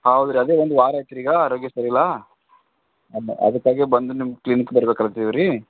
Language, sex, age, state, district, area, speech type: Kannada, male, 45-60, Karnataka, Gulbarga, urban, conversation